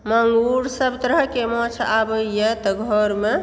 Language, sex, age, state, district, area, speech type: Maithili, female, 60+, Bihar, Supaul, rural, spontaneous